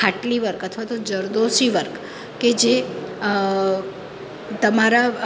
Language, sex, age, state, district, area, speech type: Gujarati, female, 45-60, Gujarat, Surat, urban, spontaneous